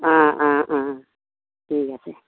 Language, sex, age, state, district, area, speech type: Assamese, female, 60+, Assam, Lakhimpur, urban, conversation